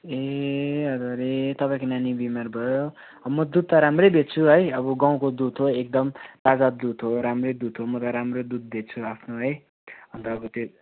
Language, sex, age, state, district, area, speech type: Nepali, male, 18-30, West Bengal, Darjeeling, rural, conversation